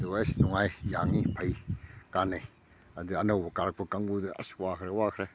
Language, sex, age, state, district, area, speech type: Manipuri, male, 60+, Manipur, Kakching, rural, spontaneous